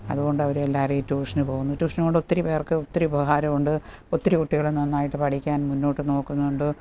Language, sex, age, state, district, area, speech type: Malayalam, female, 45-60, Kerala, Kottayam, urban, spontaneous